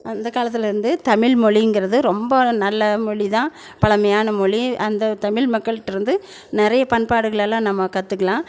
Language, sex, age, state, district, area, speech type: Tamil, female, 60+, Tamil Nadu, Erode, rural, spontaneous